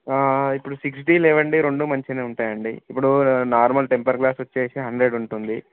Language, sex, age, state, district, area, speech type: Telugu, male, 18-30, Telangana, Ranga Reddy, urban, conversation